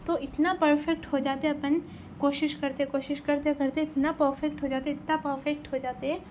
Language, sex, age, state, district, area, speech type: Urdu, female, 18-30, Telangana, Hyderabad, rural, spontaneous